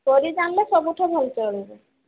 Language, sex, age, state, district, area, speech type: Odia, female, 45-60, Odisha, Sambalpur, rural, conversation